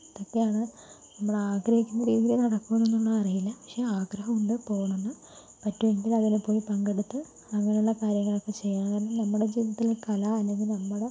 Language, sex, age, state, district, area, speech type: Malayalam, female, 30-45, Kerala, Palakkad, rural, spontaneous